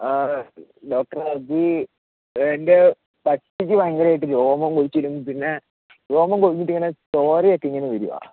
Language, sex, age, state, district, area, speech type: Malayalam, male, 18-30, Kerala, Wayanad, rural, conversation